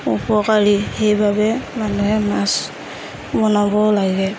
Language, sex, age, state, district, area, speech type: Assamese, female, 30-45, Assam, Darrang, rural, spontaneous